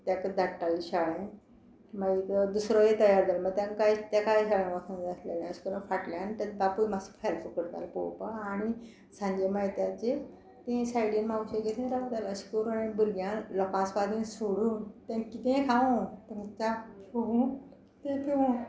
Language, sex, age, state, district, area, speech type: Goan Konkani, female, 60+, Goa, Quepem, rural, spontaneous